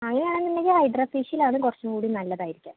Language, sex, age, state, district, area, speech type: Malayalam, female, 18-30, Kerala, Thrissur, urban, conversation